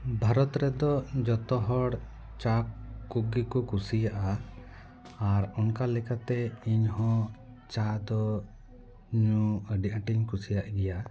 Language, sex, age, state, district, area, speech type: Santali, male, 30-45, West Bengal, Purba Bardhaman, rural, spontaneous